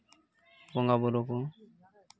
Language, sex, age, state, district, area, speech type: Santali, male, 18-30, West Bengal, Purba Bardhaman, rural, spontaneous